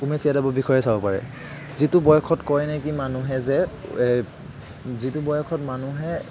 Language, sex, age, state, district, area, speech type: Assamese, male, 18-30, Assam, Kamrup Metropolitan, urban, spontaneous